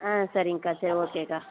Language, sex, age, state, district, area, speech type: Tamil, female, 18-30, Tamil Nadu, Kallakurichi, rural, conversation